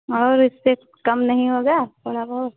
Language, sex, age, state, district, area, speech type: Hindi, female, 45-60, Uttar Pradesh, Ayodhya, rural, conversation